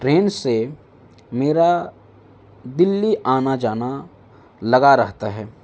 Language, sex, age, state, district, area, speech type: Urdu, male, 18-30, Delhi, North East Delhi, urban, spontaneous